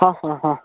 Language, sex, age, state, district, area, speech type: Odia, male, 18-30, Odisha, Ganjam, urban, conversation